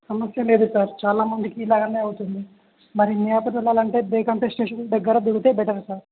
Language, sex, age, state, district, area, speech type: Telugu, male, 18-30, Telangana, Jangaon, rural, conversation